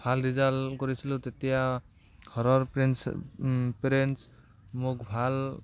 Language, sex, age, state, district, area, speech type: Assamese, male, 18-30, Assam, Barpeta, rural, spontaneous